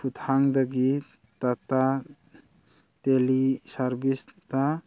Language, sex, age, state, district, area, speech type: Manipuri, male, 30-45, Manipur, Churachandpur, rural, read